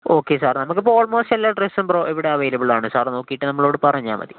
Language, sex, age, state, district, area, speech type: Malayalam, male, 45-60, Kerala, Kozhikode, urban, conversation